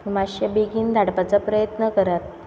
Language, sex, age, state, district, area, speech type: Goan Konkani, female, 18-30, Goa, Quepem, rural, spontaneous